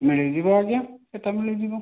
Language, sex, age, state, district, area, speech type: Odia, male, 30-45, Odisha, Kalahandi, rural, conversation